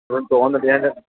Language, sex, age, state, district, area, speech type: Malayalam, male, 18-30, Kerala, Idukki, rural, conversation